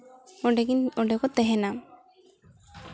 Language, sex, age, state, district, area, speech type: Santali, female, 18-30, West Bengal, Jhargram, rural, spontaneous